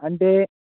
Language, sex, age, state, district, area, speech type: Telugu, male, 18-30, Telangana, Nagarkurnool, urban, conversation